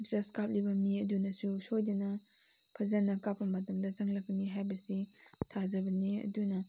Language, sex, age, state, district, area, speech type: Manipuri, female, 18-30, Manipur, Chandel, rural, spontaneous